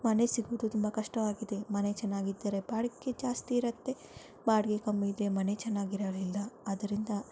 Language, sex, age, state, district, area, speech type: Kannada, female, 18-30, Karnataka, Kolar, rural, spontaneous